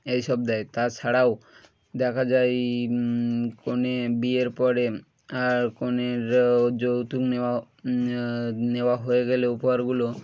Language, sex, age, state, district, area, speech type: Bengali, male, 18-30, West Bengal, Birbhum, urban, spontaneous